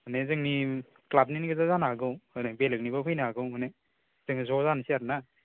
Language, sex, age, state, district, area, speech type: Bodo, male, 18-30, Assam, Baksa, rural, conversation